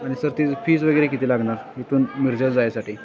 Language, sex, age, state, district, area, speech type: Marathi, male, 18-30, Maharashtra, Sangli, urban, spontaneous